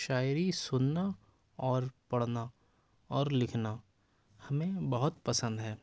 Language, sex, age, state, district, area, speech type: Urdu, male, 18-30, Delhi, South Delhi, urban, spontaneous